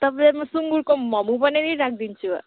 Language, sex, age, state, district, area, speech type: Nepali, female, 18-30, West Bengal, Kalimpong, rural, conversation